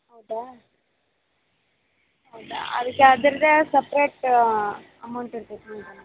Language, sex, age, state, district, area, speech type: Kannada, female, 18-30, Karnataka, Koppal, rural, conversation